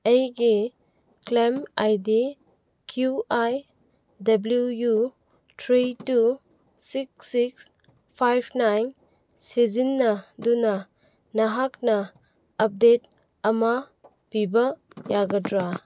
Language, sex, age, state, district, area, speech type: Manipuri, female, 18-30, Manipur, Chandel, rural, read